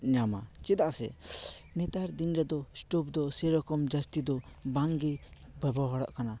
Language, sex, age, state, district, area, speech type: Santali, male, 18-30, West Bengal, Paschim Bardhaman, rural, spontaneous